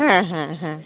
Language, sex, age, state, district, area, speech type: Bengali, female, 45-60, West Bengal, Alipurduar, rural, conversation